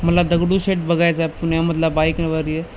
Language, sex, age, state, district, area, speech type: Marathi, male, 30-45, Maharashtra, Nanded, rural, spontaneous